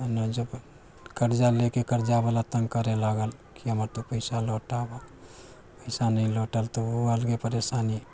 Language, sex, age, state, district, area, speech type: Maithili, male, 60+, Bihar, Sitamarhi, rural, spontaneous